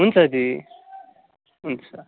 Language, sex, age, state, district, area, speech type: Nepali, male, 18-30, West Bengal, Kalimpong, urban, conversation